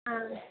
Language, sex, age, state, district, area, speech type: Malayalam, female, 18-30, Kerala, Kasaragod, rural, conversation